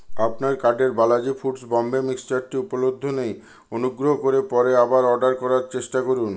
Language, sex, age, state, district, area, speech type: Bengali, male, 60+, West Bengal, Purulia, rural, read